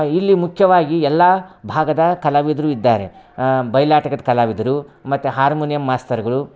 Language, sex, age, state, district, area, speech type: Kannada, male, 30-45, Karnataka, Vijayapura, rural, spontaneous